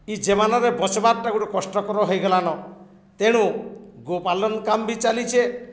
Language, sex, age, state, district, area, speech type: Odia, male, 60+, Odisha, Balangir, urban, spontaneous